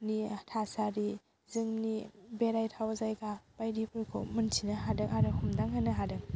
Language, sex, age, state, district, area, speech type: Bodo, female, 18-30, Assam, Baksa, rural, spontaneous